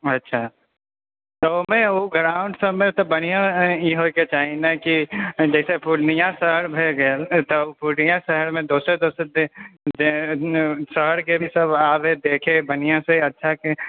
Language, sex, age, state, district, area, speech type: Maithili, male, 18-30, Bihar, Purnia, rural, conversation